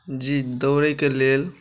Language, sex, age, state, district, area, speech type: Maithili, male, 45-60, Bihar, Madhubani, urban, spontaneous